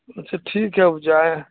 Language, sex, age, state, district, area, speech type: Urdu, male, 60+, Bihar, Khagaria, rural, conversation